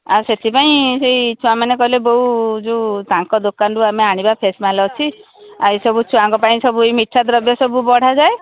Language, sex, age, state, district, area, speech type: Odia, female, 60+, Odisha, Jharsuguda, rural, conversation